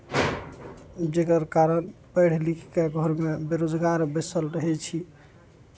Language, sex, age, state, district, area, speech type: Maithili, male, 45-60, Bihar, Araria, rural, spontaneous